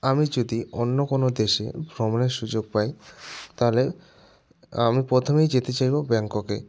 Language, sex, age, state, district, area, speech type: Bengali, male, 30-45, West Bengal, Jalpaiguri, rural, spontaneous